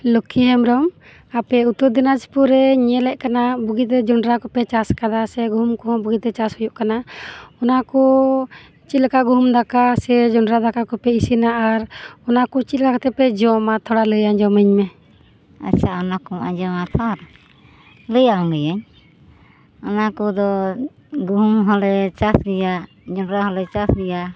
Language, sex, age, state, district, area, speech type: Santali, female, 45-60, West Bengal, Uttar Dinajpur, rural, spontaneous